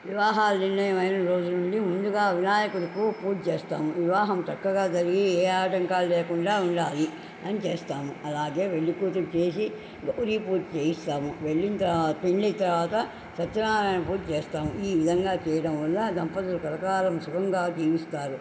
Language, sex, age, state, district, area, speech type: Telugu, female, 60+, Andhra Pradesh, Nellore, urban, spontaneous